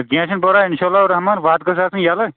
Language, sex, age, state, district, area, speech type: Kashmiri, male, 18-30, Jammu and Kashmir, Kulgam, rural, conversation